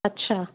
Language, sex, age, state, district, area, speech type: Hindi, female, 45-60, Rajasthan, Jaipur, urban, conversation